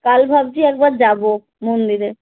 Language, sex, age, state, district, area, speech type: Bengali, female, 30-45, West Bengal, Darjeeling, urban, conversation